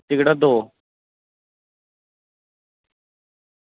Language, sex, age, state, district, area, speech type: Dogri, male, 18-30, Jammu and Kashmir, Jammu, rural, conversation